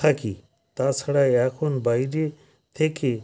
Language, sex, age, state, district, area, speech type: Bengali, male, 60+, West Bengal, North 24 Parganas, rural, spontaneous